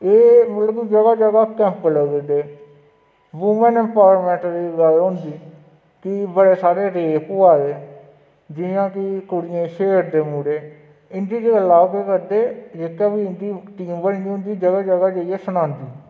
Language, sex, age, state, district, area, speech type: Dogri, male, 18-30, Jammu and Kashmir, Udhampur, rural, spontaneous